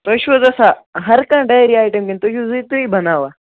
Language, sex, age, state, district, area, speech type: Kashmiri, male, 18-30, Jammu and Kashmir, Baramulla, rural, conversation